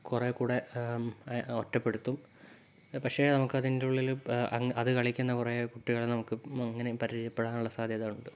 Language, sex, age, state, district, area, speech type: Malayalam, male, 18-30, Kerala, Kozhikode, urban, spontaneous